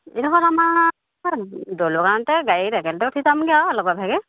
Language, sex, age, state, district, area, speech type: Assamese, female, 30-45, Assam, Charaideo, rural, conversation